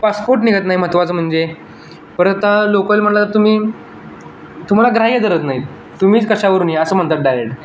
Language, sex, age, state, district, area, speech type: Marathi, male, 18-30, Maharashtra, Sangli, urban, spontaneous